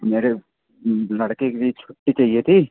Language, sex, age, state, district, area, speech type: Hindi, male, 30-45, Madhya Pradesh, Seoni, urban, conversation